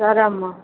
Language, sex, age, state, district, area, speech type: Telugu, female, 30-45, Telangana, Mancherial, rural, conversation